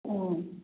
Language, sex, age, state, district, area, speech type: Manipuri, female, 45-60, Manipur, Kakching, rural, conversation